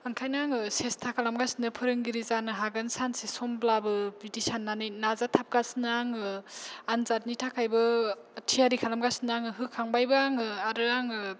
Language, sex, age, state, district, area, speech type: Bodo, female, 18-30, Assam, Kokrajhar, rural, spontaneous